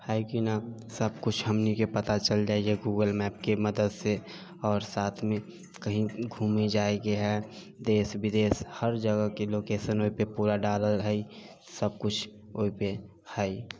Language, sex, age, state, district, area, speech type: Maithili, male, 45-60, Bihar, Sitamarhi, rural, spontaneous